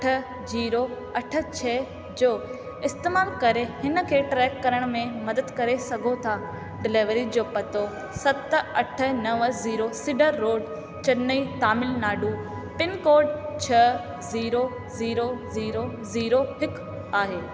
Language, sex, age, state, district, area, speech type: Sindhi, female, 18-30, Rajasthan, Ajmer, urban, read